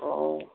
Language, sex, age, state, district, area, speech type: Bodo, male, 45-60, Assam, Udalguri, rural, conversation